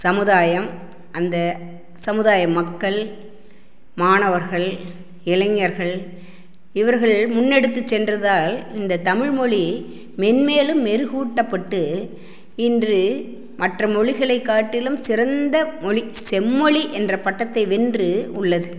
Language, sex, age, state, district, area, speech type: Tamil, female, 60+, Tamil Nadu, Namakkal, rural, spontaneous